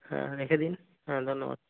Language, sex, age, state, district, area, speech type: Bengali, male, 60+, West Bengal, Purba Medinipur, rural, conversation